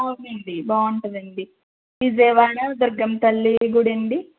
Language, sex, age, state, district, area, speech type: Telugu, female, 60+, Andhra Pradesh, East Godavari, rural, conversation